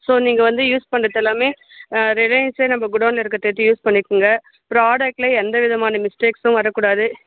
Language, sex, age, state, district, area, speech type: Tamil, female, 18-30, Tamil Nadu, Vellore, urban, conversation